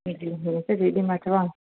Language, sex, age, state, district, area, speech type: Sindhi, female, 30-45, Rajasthan, Ajmer, urban, conversation